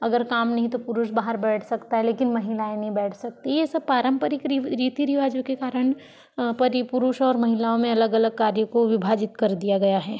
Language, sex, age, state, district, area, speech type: Hindi, female, 45-60, Madhya Pradesh, Balaghat, rural, spontaneous